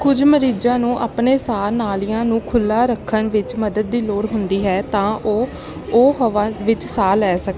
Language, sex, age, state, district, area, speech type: Punjabi, female, 18-30, Punjab, Ludhiana, urban, read